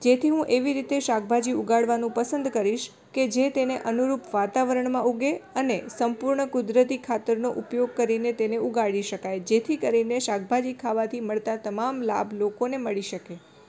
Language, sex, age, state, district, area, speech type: Gujarati, female, 18-30, Gujarat, Morbi, urban, spontaneous